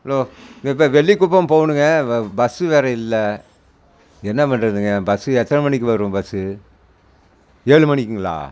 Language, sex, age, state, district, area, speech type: Tamil, male, 45-60, Tamil Nadu, Coimbatore, rural, spontaneous